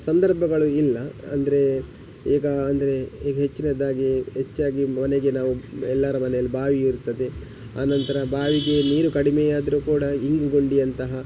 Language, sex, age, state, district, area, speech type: Kannada, male, 45-60, Karnataka, Udupi, rural, spontaneous